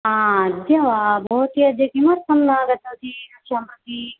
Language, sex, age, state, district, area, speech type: Sanskrit, female, 45-60, Karnataka, Dakshina Kannada, rural, conversation